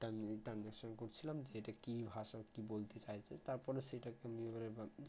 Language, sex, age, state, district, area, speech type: Bengali, male, 18-30, West Bengal, Bankura, urban, spontaneous